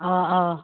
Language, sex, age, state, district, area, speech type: Assamese, female, 30-45, Assam, Barpeta, rural, conversation